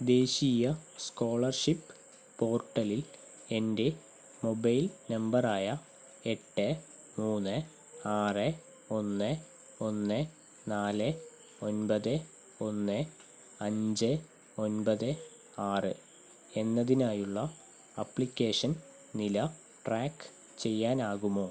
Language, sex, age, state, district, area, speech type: Malayalam, male, 30-45, Kerala, Palakkad, rural, read